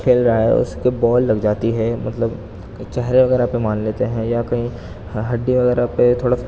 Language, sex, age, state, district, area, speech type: Urdu, male, 18-30, Delhi, East Delhi, urban, spontaneous